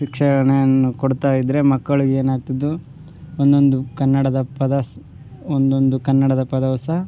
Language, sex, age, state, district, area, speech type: Kannada, male, 18-30, Karnataka, Vijayanagara, rural, spontaneous